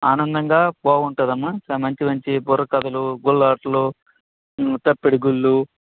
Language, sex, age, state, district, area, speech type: Telugu, male, 45-60, Andhra Pradesh, Vizianagaram, rural, conversation